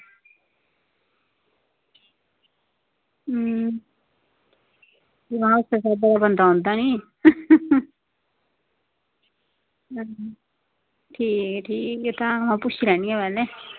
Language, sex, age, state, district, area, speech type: Dogri, female, 30-45, Jammu and Kashmir, Reasi, rural, conversation